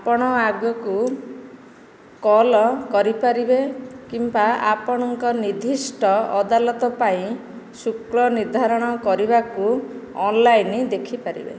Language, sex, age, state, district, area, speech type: Odia, female, 45-60, Odisha, Nayagarh, rural, read